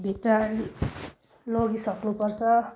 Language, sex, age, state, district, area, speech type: Nepali, female, 45-60, West Bengal, Jalpaiguri, urban, spontaneous